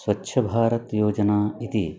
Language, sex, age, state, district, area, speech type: Sanskrit, male, 45-60, Karnataka, Uttara Kannada, rural, spontaneous